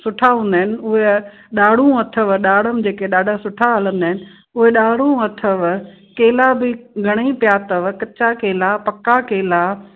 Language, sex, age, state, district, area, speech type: Sindhi, female, 45-60, Gujarat, Kutch, rural, conversation